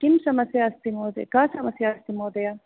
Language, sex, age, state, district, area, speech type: Sanskrit, female, 45-60, Maharashtra, Pune, urban, conversation